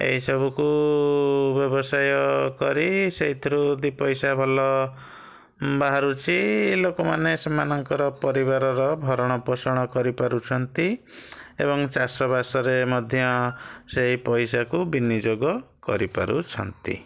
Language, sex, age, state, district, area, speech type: Odia, male, 30-45, Odisha, Kalahandi, rural, spontaneous